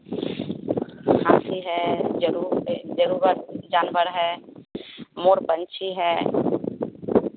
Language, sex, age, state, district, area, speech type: Hindi, female, 30-45, Bihar, Vaishali, rural, conversation